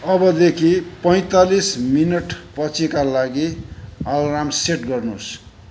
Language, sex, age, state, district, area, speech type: Nepali, male, 60+, West Bengal, Kalimpong, rural, read